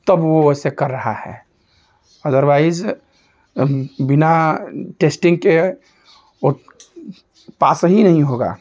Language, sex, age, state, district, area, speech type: Hindi, male, 45-60, Uttar Pradesh, Ghazipur, rural, spontaneous